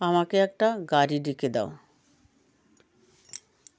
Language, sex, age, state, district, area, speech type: Bengali, female, 60+, West Bengal, South 24 Parganas, rural, read